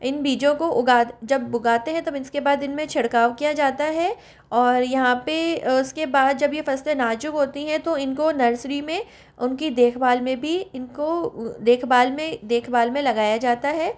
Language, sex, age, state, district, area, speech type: Hindi, female, 30-45, Rajasthan, Jodhpur, urban, spontaneous